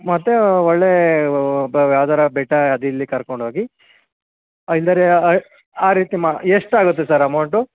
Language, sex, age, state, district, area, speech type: Kannada, male, 18-30, Karnataka, Mandya, urban, conversation